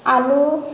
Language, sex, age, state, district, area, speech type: Assamese, female, 60+, Assam, Nagaon, rural, spontaneous